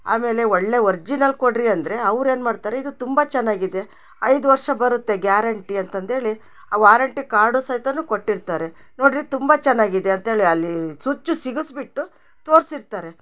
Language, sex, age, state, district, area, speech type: Kannada, female, 60+, Karnataka, Chitradurga, rural, spontaneous